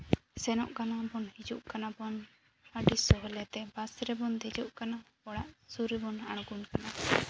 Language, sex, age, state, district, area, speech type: Santali, female, 18-30, West Bengal, Jhargram, rural, spontaneous